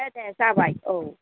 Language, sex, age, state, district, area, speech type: Bodo, female, 60+, Assam, Kokrajhar, rural, conversation